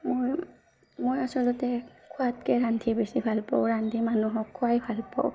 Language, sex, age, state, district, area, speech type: Assamese, female, 18-30, Assam, Barpeta, rural, spontaneous